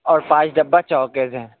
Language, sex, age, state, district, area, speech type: Urdu, male, 18-30, Uttar Pradesh, Saharanpur, urban, conversation